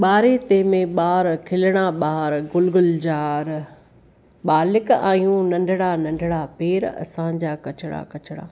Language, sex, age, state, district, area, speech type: Sindhi, female, 45-60, Maharashtra, Akola, urban, spontaneous